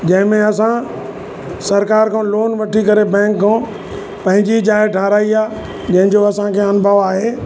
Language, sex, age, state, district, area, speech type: Sindhi, male, 60+, Uttar Pradesh, Lucknow, rural, spontaneous